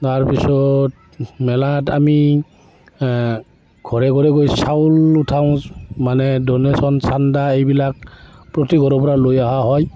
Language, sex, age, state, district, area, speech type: Assamese, male, 45-60, Assam, Barpeta, rural, spontaneous